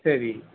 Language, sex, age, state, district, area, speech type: Tamil, male, 60+, Tamil Nadu, Nagapattinam, rural, conversation